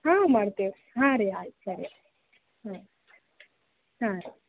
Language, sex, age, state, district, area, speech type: Kannada, female, 18-30, Karnataka, Gulbarga, urban, conversation